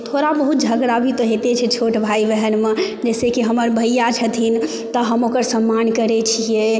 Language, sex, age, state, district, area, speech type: Maithili, female, 30-45, Bihar, Supaul, rural, spontaneous